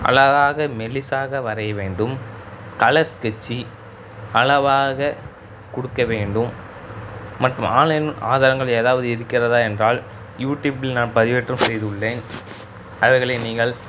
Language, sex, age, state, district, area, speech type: Tamil, male, 30-45, Tamil Nadu, Tiruchirappalli, rural, spontaneous